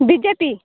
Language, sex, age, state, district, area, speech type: Odia, female, 18-30, Odisha, Nabarangpur, urban, conversation